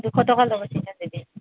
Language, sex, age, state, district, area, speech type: Assamese, female, 18-30, Assam, Kamrup Metropolitan, urban, conversation